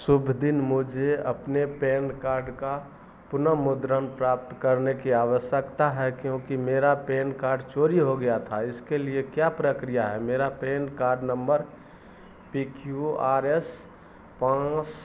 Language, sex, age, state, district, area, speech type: Hindi, male, 45-60, Bihar, Madhepura, rural, read